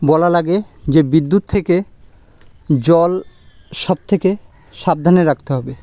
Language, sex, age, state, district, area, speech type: Bengali, male, 30-45, West Bengal, Birbhum, urban, spontaneous